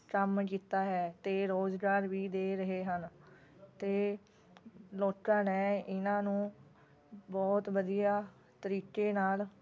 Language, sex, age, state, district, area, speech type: Punjabi, female, 30-45, Punjab, Rupnagar, rural, spontaneous